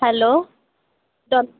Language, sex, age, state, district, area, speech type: Telugu, female, 18-30, Telangana, Nalgonda, rural, conversation